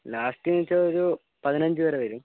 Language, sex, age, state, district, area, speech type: Malayalam, male, 30-45, Kerala, Wayanad, rural, conversation